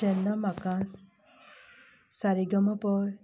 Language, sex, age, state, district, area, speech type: Goan Konkani, female, 30-45, Goa, Canacona, rural, spontaneous